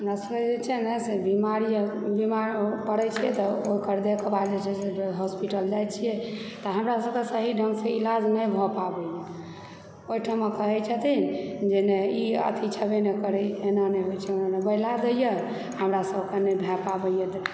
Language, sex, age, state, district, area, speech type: Maithili, female, 30-45, Bihar, Supaul, urban, spontaneous